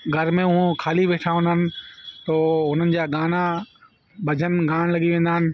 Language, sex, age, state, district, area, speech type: Sindhi, male, 30-45, Delhi, South Delhi, urban, spontaneous